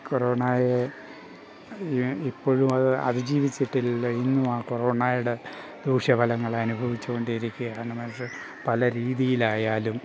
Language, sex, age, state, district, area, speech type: Malayalam, male, 60+, Kerala, Pathanamthitta, rural, spontaneous